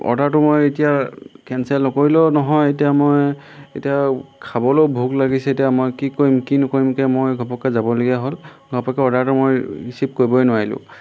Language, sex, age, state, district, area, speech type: Assamese, male, 18-30, Assam, Golaghat, rural, spontaneous